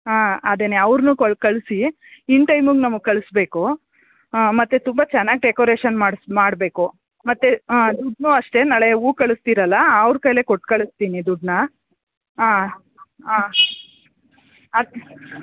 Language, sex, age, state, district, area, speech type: Kannada, female, 30-45, Karnataka, Mandya, urban, conversation